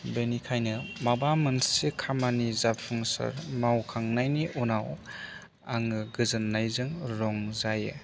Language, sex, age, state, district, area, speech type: Bodo, male, 18-30, Assam, Chirang, rural, spontaneous